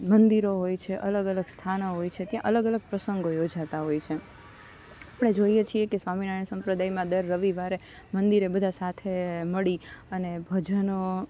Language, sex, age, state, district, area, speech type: Gujarati, female, 18-30, Gujarat, Rajkot, urban, spontaneous